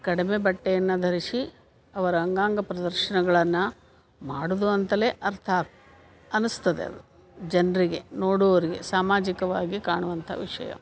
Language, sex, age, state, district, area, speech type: Kannada, female, 60+, Karnataka, Gadag, rural, spontaneous